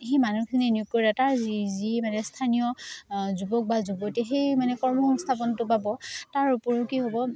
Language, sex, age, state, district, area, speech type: Assamese, female, 18-30, Assam, Udalguri, rural, spontaneous